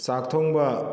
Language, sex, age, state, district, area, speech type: Manipuri, male, 30-45, Manipur, Kakching, rural, spontaneous